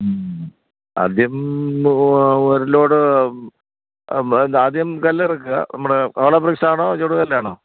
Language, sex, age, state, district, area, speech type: Malayalam, male, 60+, Kerala, Thiruvananthapuram, urban, conversation